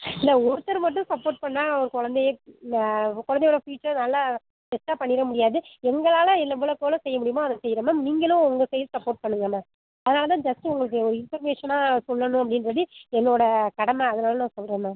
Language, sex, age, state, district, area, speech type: Tamil, female, 30-45, Tamil Nadu, Pudukkottai, rural, conversation